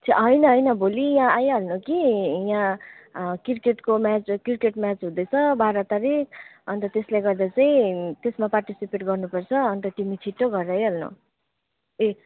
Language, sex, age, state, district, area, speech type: Nepali, female, 30-45, West Bengal, Darjeeling, rural, conversation